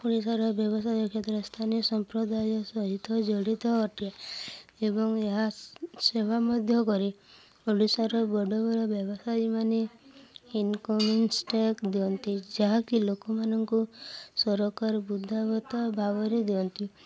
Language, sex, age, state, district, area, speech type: Odia, female, 18-30, Odisha, Subarnapur, urban, spontaneous